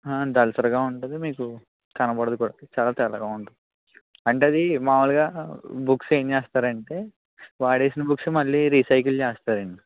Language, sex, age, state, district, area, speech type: Telugu, male, 30-45, Andhra Pradesh, Eluru, rural, conversation